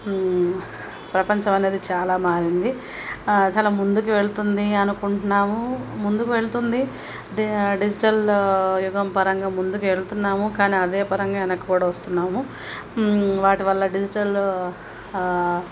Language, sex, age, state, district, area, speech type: Telugu, female, 30-45, Telangana, Peddapalli, rural, spontaneous